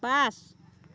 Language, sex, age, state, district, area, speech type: Assamese, female, 60+, Assam, Dhemaji, rural, read